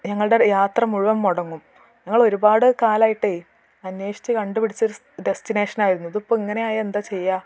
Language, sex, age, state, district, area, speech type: Malayalam, female, 18-30, Kerala, Malappuram, urban, spontaneous